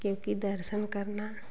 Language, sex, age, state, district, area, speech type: Hindi, female, 30-45, Uttar Pradesh, Jaunpur, rural, spontaneous